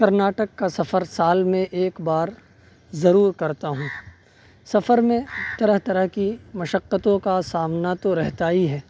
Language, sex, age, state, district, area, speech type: Urdu, male, 18-30, Uttar Pradesh, Saharanpur, urban, spontaneous